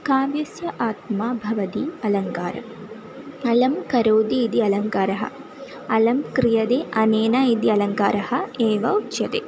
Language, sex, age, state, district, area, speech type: Sanskrit, female, 18-30, Kerala, Thrissur, rural, spontaneous